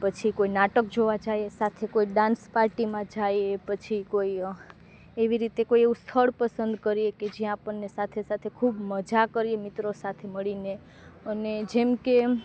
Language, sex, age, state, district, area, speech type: Gujarati, female, 30-45, Gujarat, Rajkot, rural, spontaneous